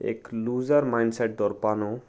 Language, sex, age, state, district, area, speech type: Goan Konkani, male, 18-30, Goa, Salcete, rural, spontaneous